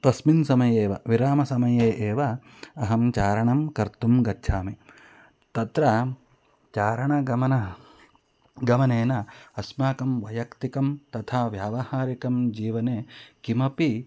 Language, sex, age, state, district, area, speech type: Sanskrit, male, 45-60, Karnataka, Shimoga, rural, spontaneous